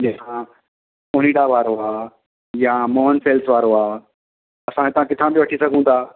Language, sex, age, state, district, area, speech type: Sindhi, male, 60+, Maharashtra, Thane, urban, conversation